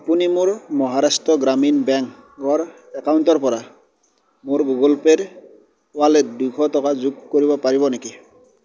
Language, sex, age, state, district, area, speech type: Assamese, male, 18-30, Assam, Darrang, rural, read